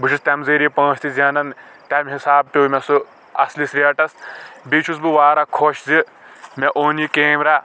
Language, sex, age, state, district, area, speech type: Kashmiri, male, 18-30, Jammu and Kashmir, Kulgam, rural, spontaneous